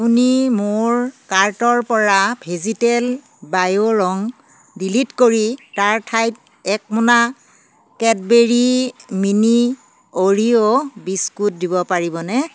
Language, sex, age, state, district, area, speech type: Assamese, female, 60+, Assam, Darrang, rural, read